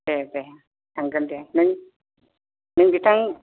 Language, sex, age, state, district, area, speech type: Bodo, male, 45-60, Assam, Kokrajhar, urban, conversation